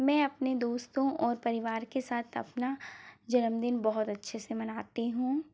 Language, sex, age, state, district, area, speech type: Hindi, female, 30-45, Madhya Pradesh, Bhopal, urban, spontaneous